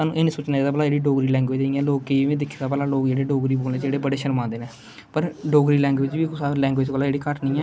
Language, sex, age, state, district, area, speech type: Dogri, male, 18-30, Jammu and Kashmir, Kathua, rural, spontaneous